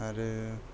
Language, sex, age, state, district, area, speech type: Bodo, male, 30-45, Assam, Kokrajhar, rural, spontaneous